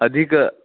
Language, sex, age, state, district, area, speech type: Sanskrit, male, 18-30, Maharashtra, Nagpur, urban, conversation